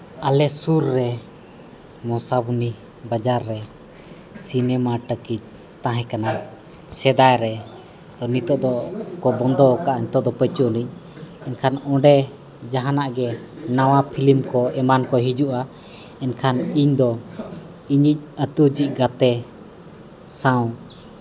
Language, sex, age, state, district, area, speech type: Santali, male, 18-30, Jharkhand, East Singhbhum, rural, spontaneous